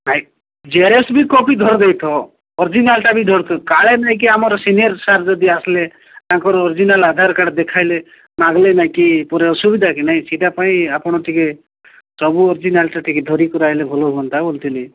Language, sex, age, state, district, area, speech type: Odia, male, 45-60, Odisha, Nabarangpur, rural, conversation